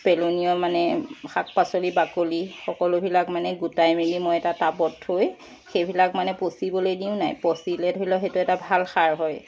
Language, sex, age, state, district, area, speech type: Assamese, female, 45-60, Assam, Charaideo, urban, spontaneous